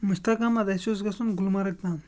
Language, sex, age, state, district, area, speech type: Kashmiri, male, 18-30, Jammu and Kashmir, Shopian, rural, spontaneous